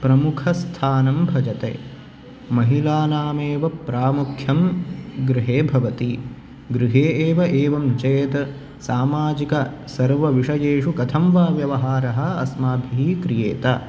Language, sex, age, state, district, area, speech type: Sanskrit, male, 18-30, Karnataka, Uttara Kannada, rural, spontaneous